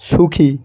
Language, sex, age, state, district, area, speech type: Bengali, male, 30-45, West Bengal, South 24 Parganas, rural, read